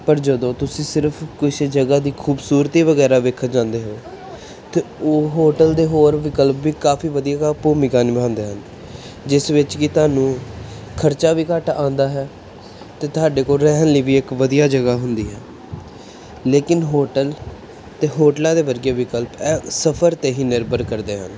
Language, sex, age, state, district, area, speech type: Punjabi, male, 18-30, Punjab, Pathankot, urban, spontaneous